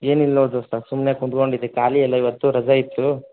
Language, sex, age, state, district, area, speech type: Kannada, male, 18-30, Karnataka, Koppal, rural, conversation